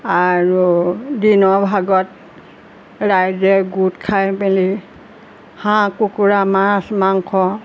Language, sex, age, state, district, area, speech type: Assamese, female, 60+, Assam, Golaghat, urban, spontaneous